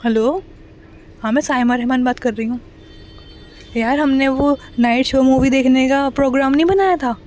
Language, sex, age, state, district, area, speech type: Urdu, female, 18-30, Delhi, North East Delhi, urban, spontaneous